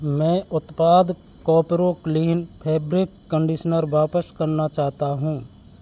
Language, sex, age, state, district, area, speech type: Hindi, male, 30-45, Rajasthan, Karauli, rural, read